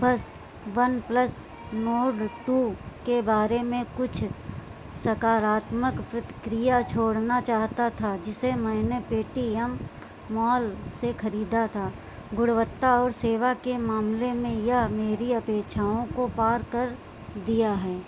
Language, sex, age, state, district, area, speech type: Hindi, female, 45-60, Uttar Pradesh, Sitapur, rural, read